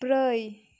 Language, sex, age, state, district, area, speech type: Bodo, female, 18-30, Assam, Chirang, rural, read